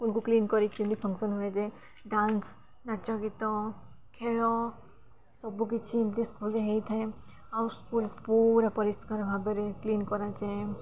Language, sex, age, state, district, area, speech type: Odia, female, 18-30, Odisha, Koraput, urban, spontaneous